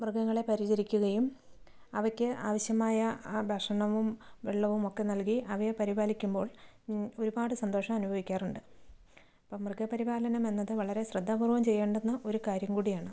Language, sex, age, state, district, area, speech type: Malayalam, female, 45-60, Kerala, Kasaragod, urban, spontaneous